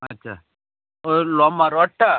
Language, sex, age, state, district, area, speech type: Bengali, male, 30-45, West Bengal, Uttar Dinajpur, urban, conversation